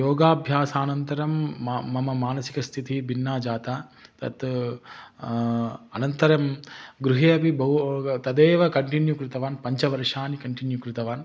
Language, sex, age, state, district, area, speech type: Sanskrit, male, 30-45, Telangana, Hyderabad, urban, spontaneous